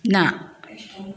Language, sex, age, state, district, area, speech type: Goan Konkani, female, 60+, Goa, Canacona, rural, read